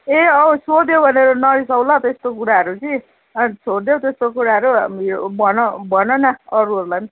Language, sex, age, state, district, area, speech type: Nepali, female, 30-45, West Bengal, Kalimpong, rural, conversation